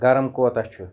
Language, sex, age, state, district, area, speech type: Kashmiri, male, 30-45, Jammu and Kashmir, Ganderbal, rural, read